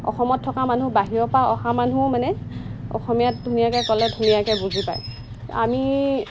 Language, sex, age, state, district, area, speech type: Assamese, female, 30-45, Assam, Golaghat, rural, spontaneous